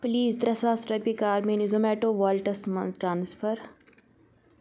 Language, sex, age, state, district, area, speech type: Kashmiri, female, 18-30, Jammu and Kashmir, Kupwara, rural, read